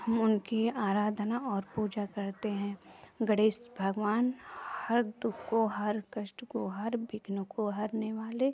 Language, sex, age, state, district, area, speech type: Hindi, female, 30-45, Uttar Pradesh, Chandauli, urban, spontaneous